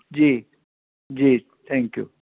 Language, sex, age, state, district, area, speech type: Urdu, male, 60+, Delhi, North East Delhi, urban, conversation